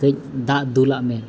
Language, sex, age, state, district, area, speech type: Santali, male, 18-30, Jharkhand, East Singhbhum, rural, spontaneous